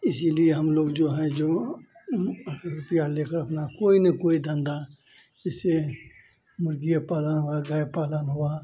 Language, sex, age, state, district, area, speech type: Hindi, male, 45-60, Bihar, Madhepura, rural, spontaneous